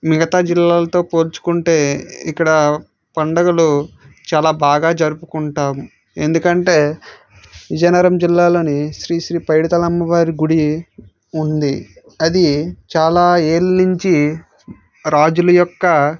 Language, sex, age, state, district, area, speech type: Telugu, male, 30-45, Andhra Pradesh, Vizianagaram, rural, spontaneous